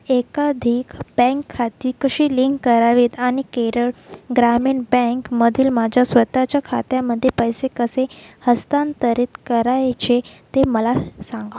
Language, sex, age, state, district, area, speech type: Marathi, female, 18-30, Maharashtra, Wardha, rural, read